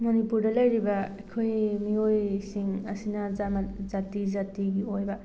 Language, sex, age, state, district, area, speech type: Manipuri, female, 18-30, Manipur, Thoubal, rural, spontaneous